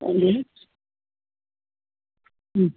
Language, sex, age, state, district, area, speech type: Malayalam, female, 60+, Kerala, Kasaragod, rural, conversation